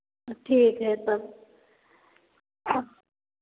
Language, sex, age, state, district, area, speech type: Hindi, female, 45-60, Uttar Pradesh, Varanasi, rural, conversation